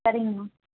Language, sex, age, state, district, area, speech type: Tamil, female, 30-45, Tamil Nadu, Tirupattur, rural, conversation